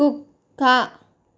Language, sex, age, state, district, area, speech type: Telugu, female, 18-30, Andhra Pradesh, Konaseema, rural, read